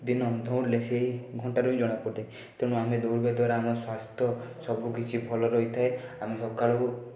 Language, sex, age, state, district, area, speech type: Odia, male, 18-30, Odisha, Rayagada, urban, spontaneous